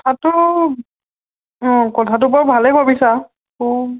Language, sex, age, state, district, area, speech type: Assamese, female, 30-45, Assam, Lakhimpur, rural, conversation